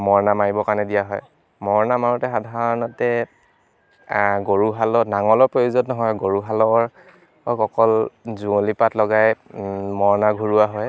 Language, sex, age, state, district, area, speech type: Assamese, male, 18-30, Assam, Dibrugarh, rural, spontaneous